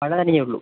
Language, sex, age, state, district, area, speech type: Malayalam, male, 18-30, Kerala, Wayanad, rural, conversation